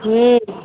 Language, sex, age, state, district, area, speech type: Odia, female, 45-60, Odisha, Angul, rural, conversation